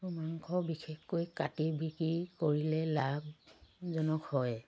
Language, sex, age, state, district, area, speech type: Assamese, female, 60+, Assam, Dibrugarh, rural, spontaneous